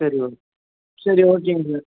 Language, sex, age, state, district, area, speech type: Tamil, male, 18-30, Tamil Nadu, Perambalur, urban, conversation